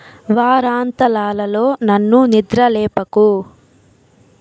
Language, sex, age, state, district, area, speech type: Telugu, female, 30-45, Andhra Pradesh, Chittoor, urban, read